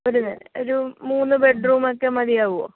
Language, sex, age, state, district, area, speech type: Malayalam, female, 18-30, Kerala, Kottayam, rural, conversation